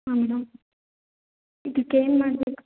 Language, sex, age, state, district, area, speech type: Kannada, female, 30-45, Karnataka, Hassan, urban, conversation